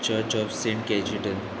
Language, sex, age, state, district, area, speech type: Goan Konkani, male, 18-30, Goa, Murmgao, rural, spontaneous